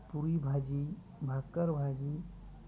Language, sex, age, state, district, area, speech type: Marathi, male, 30-45, Maharashtra, Hingoli, urban, spontaneous